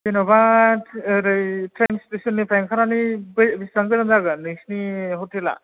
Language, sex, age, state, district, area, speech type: Bodo, male, 18-30, Assam, Kokrajhar, rural, conversation